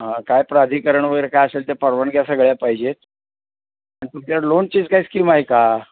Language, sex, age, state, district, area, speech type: Marathi, male, 60+, Maharashtra, Kolhapur, urban, conversation